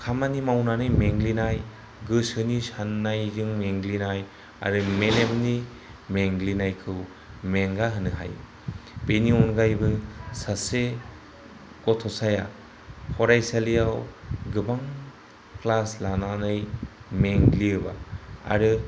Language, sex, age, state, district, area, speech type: Bodo, male, 30-45, Assam, Kokrajhar, rural, spontaneous